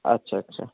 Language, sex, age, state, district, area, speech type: Bengali, male, 18-30, West Bengal, Darjeeling, rural, conversation